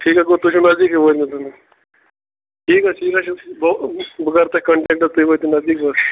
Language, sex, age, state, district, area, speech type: Kashmiri, male, 30-45, Jammu and Kashmir, Bandipora, rural, conversation